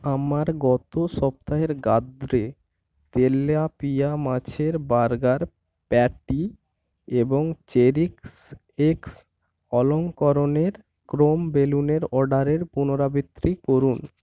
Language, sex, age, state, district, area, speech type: Bengali, male, 18-30, West Bengal, Purba Medinipur, rural, read